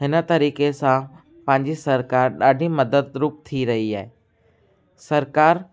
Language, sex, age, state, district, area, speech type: Sindhi, male, 18-30, Gujarat, Kutch, urban, spontaneous